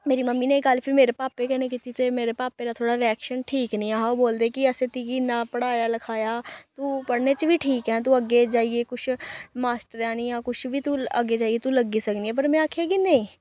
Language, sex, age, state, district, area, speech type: Dogri, female, 18-30, Jammu and Kashmir, Samba, rural, spontaneous